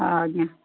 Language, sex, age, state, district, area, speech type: Odia, female, 60+, Odisha, Gajapati, rural, conversation